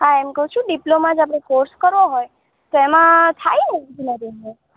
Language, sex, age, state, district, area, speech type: Gujarati, female, 30-45, Gujarat, Morbi, urban, conversation